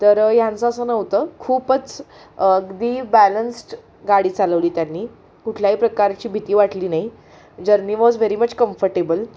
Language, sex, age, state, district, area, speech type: Marathi, female, 18-30, Maharashtra, Sangli, urban, spontaneous